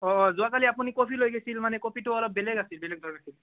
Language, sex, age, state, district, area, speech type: Assamese, male, 18-30, Assam, Barpeta, rural, conversation